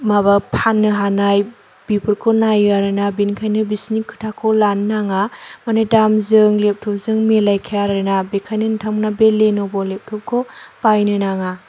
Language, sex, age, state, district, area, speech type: Bodo, female, 18-30, Assam, Chirang, rural, spontaneous